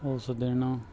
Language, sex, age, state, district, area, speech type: Punjabi, male, 30-45, Punjab, Mansa, urban, spontaneous